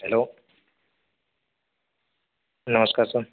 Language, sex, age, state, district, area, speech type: Hindi, male, 18-30, Uttar Pradesh, Azamgarh, rural, conversation